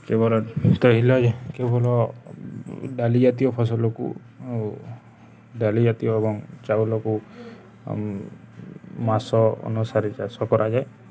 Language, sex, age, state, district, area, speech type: Odia, male, 30-45, Odisha, Balangir, urban, spontaneous